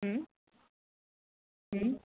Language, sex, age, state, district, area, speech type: Urdu, female, 18-30, Uttar Pradesh, Ghaziabad, urban, conversation